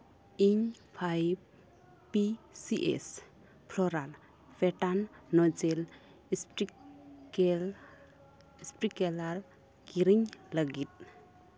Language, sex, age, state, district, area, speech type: Santali, female, 18-30, West Bengal, Malda, rural, read